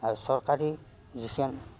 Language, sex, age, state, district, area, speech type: Assamese, male, 60+, Assam, Udalguri, rural, spontaneous